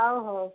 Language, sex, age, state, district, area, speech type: Odia, female, 60+, Odisha, Angul, rural, conversation